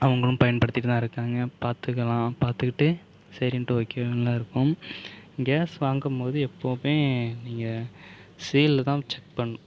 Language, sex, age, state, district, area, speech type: Tamil, male, 30-45, Tamil Nadu, Mayiladuthurai, urban, spontaneous